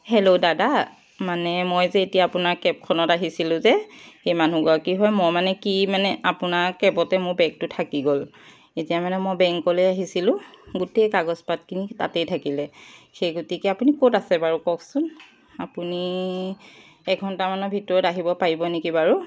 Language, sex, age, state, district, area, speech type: Assamese, female, 45-60, Assam, Charaideo, urban, spontaneous